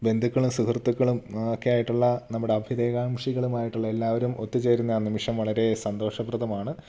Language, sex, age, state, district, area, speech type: Malayalam, male, 18-30, Kerala, Idukki, rural, spontaneous